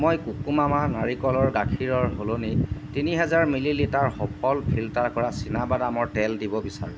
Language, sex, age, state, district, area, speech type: Assamese, male, 30-45, Assam, Jorhat, urban, read